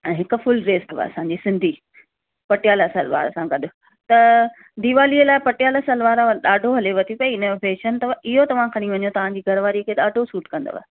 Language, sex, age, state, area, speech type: Sindhi, female, 30-45, Maharashtra, urban, conversation